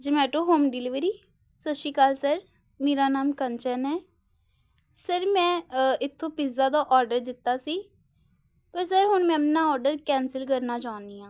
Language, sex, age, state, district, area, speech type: Punjabi, female, 18-30, Punjab, Tarn Taran, rural, spontaneous